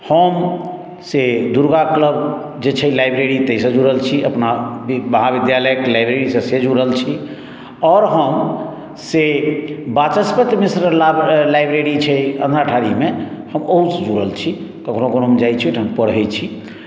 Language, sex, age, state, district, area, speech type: Maithili, male, 60+, Bihar, Madhubani, urban, spontaneous